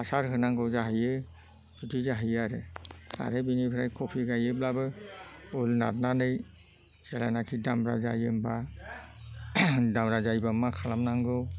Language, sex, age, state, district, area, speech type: Bodo, male, 60+, Assam, Chirang, rural, spontaneous